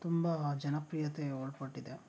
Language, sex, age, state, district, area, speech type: Kannada, male, 18-30, Karnataka, Chikkaballapur, rural, spontaneous